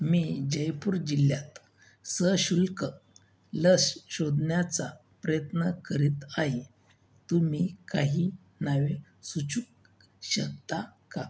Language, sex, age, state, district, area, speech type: Marathi, male, 30-45, Maharashtra, Buldhana, rural, read